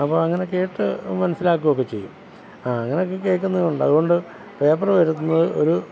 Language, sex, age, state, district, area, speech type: Malayalam, male, 60+, Kerala, Pathanamthitta, rural, spontaneous